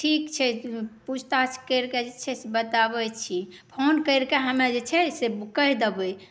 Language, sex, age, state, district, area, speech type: Maithili, female, 18-30, Bihar, Saharsa, urban, spontaneous